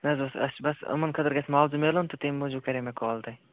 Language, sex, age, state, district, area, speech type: Kashmiri, male, 18-30, Jammu and Kashmir, Bandipora, rural, conversation